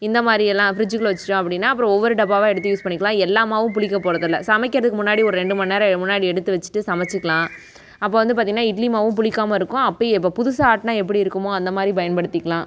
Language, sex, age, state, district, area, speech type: Tamil, female, 30-45, Tamil Nadu, Cuddalore, rural, spontaneous